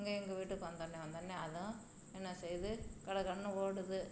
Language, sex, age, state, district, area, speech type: Tamil, female, 45-60, Tamil Nadu, Tiruchirappalli, rural, spontaneous